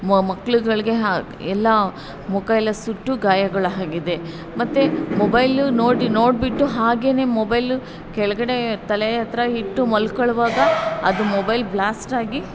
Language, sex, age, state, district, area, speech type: Kannada, female, 45-60, Karnataka, Ramanagara, rural, spontaneous